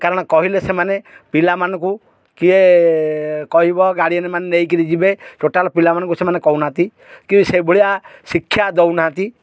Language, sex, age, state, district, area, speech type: Odia, male, 45-60, Odisha, Kendrapara, urban, spontaneous